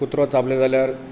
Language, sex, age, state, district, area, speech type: Goan Konkani, male, 45-60, Goa, Bardez, rural, spontaneous